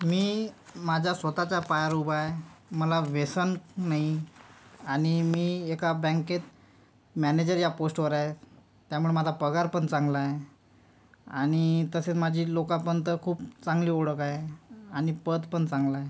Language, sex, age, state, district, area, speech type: Marathi, male, 30-45, Maharashtra, Yavatmal, rural, spontaneous